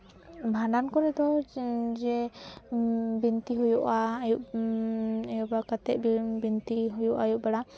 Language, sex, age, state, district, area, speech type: Santali, female, 18-30, West Bengal, Jhargram, rural, spontaneous